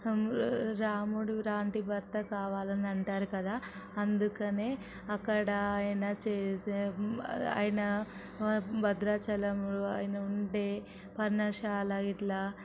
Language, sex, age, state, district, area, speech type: Telugu, female, 45-60, Telangana, Ranga Reddy, urban, spontaneous